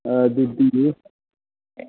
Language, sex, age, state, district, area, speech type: Manipuri, male, 60+, Manipur, Thoubal, rural, conversation